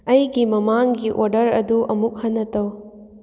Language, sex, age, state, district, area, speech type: Manipuri, female, 18-30, Manipur, Kakching, urban, read